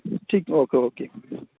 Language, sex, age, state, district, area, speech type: Urdu, male, 30-45, Bihar, Darbhanga, rural, conversation